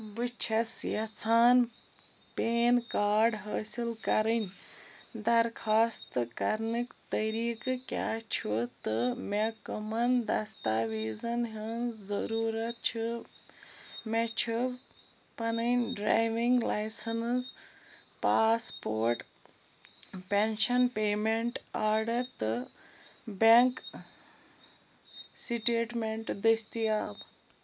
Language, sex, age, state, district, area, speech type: Kashmiri, female, 18-30, Jammu and Kashmir, Bandipora, rural, read